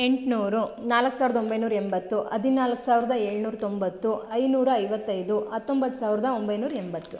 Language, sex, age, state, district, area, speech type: Kannada, female, 30-45, Karnataka, Chikkamagaluru, rural, spontaneous